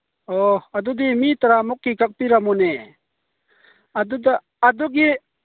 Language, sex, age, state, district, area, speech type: Manipuri, male, 45-60, Manipur, Chandel, rural, conversation